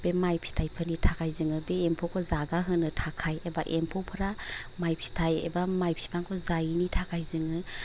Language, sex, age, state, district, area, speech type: Bodo, female, 30-45, Assam, Chirang, rural, spontaneous